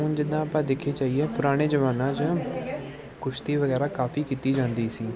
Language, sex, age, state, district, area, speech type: Punjabi, male, 18-30, Punjab, Gurdaspur, urban, spontaneous